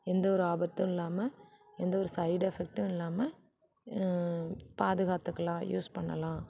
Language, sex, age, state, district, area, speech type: Tamil, female, 45-60, Tamil Nadu, Mayiladuthurai, urban, spontaneous